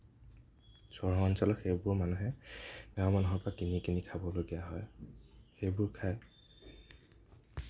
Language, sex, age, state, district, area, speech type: Assamese, male, 18-30, Assam, Nagaon, rural, spontaneous